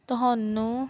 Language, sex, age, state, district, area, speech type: Punjabi, female, 30-45, Punjab, Mansa, urban, spontaneous